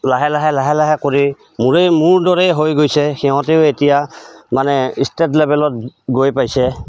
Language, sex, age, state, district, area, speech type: Assamese, male, 45-60, Assam, Goalpara, rural, spontaneous